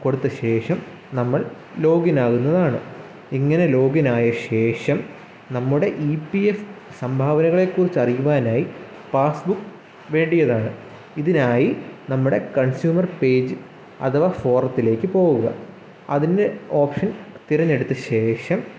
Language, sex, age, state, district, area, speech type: Malayalam, male, 18-30, Kerala, Kottayam, rural, spontaneous